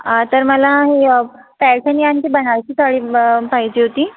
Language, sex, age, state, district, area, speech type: Marathi, female, 45-60, Maharashtra, Nagpur, urban, conversation